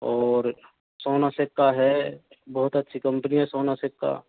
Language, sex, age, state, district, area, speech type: Hindi, male, 30-45, Rajasthan, Karauli, rural, conversation